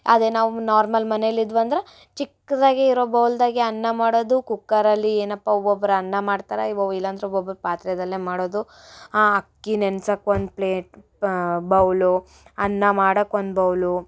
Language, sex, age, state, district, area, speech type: Kannada, female, 18-30, Karnataka, Gulbarga, urban, spontaneous